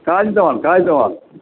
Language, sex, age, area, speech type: Sanskrit, male, 60+, urban, conversation